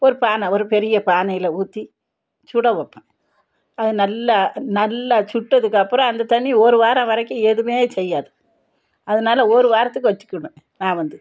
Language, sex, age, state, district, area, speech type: Tamil, female, 60+, Tamil Nadu, Thoothukudi, rural, spontaneous